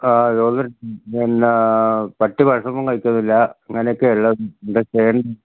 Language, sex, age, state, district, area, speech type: Malayalam, male, 60+, Kerala, Wayanad, rural, conversation